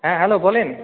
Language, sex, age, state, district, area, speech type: Bengali, male, 18-30, West Bengal, Jalpaiguri, rural, conversation